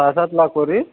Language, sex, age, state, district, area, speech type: Marathi, male, 45-60, Maharashtra, Nagpur, urban, conversation